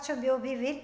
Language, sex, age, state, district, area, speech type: Sindhi, female, 45-60, Gujarat, Junagadh, urban, spontaneous